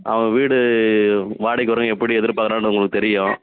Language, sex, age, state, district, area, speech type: Tamil, male, 30-45, Tamil Nadu, Dharmapuri, rural, conversation